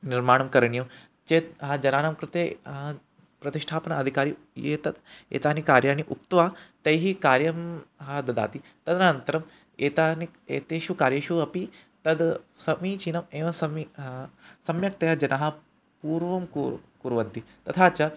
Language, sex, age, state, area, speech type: Sanskrit, male, 18-30, Chhattisgarh, urban, spontaneous